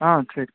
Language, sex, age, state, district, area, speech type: Tamil, male, 18-30, Tamil Nadu, Tiruvannamalai, urban, conversation